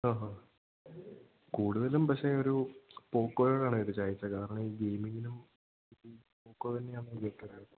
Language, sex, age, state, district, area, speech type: Malayalam, male, 18-30, Kerala, Idukki, rural, conversation